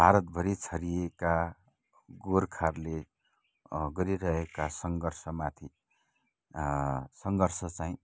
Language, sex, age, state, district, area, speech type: Nepali, male, 45-60, West Bengal, Kalimpong, rural, spontaneous